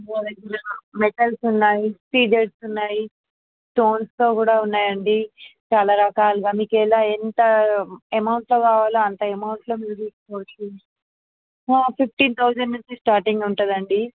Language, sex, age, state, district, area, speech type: Telugu, female, 18-30, Andhra Pradesh, Visakhapatnam, urban, conversation